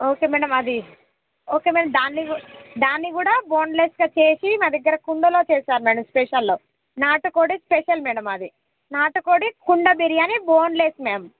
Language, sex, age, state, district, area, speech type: Telugu, female, 30-45, Telangana, Ranga Reddy, rural, conversation